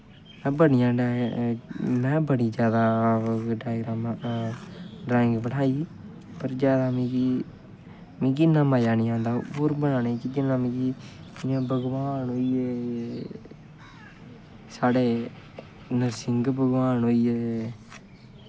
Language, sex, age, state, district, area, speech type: Dogri, male, 18-30, Jammu and Kashmir, Kathua, rural, spontaneous